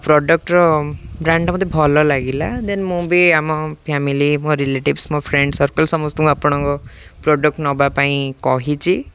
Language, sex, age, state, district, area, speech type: Odia, male, 18-30, Odisha, Jagatsinghpur, rural, spontaneous